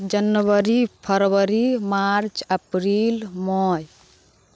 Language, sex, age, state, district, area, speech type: Maithili, female, 30-45, Bihar, Samastipur, urban, spontaneous